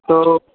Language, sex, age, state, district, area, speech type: Hindi, male, 18-30, Uttar Pradesh, Azamgarh, rural, conversation